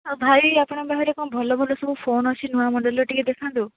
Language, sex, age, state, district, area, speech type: Odia, female, 30-45, Odisha, Bhadrak, rural, conversation